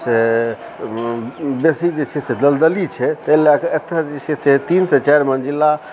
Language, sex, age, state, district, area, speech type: Maithili, male, 45-60, Bihar, Supaul, rural, spontaneous